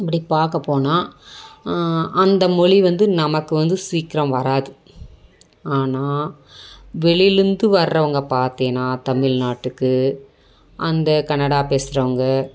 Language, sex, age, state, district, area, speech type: Tamil, female, 45-60, Tamil Nadu, Dharmapuri, rural, spontaneous